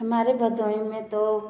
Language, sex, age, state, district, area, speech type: Hindi, female, 45-60, Uttar Pradesh, Bhadohi, rural, spontaneous